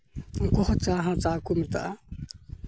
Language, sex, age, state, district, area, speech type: Santali, male, 18-30, West Bengal, Malda, rural, spontaneous